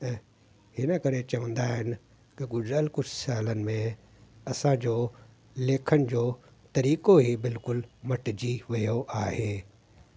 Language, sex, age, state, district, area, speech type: Sindhi, male, 45-60, Delhi, South Delhi, urban, spontaneous